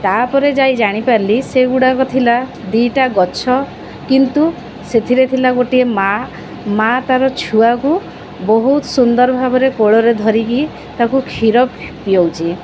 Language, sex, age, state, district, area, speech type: Odia, female, 45-60, Odisha, Sundergarh, urban, spontaneous